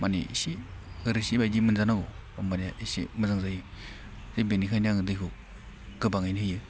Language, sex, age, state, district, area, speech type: Bodo, male, 18-30, Assam, Baksa, rural, spontaneous